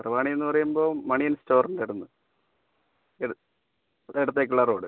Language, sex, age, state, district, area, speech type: Malayalam, female, 18-30, Kerala, Wayanad, rural, conversation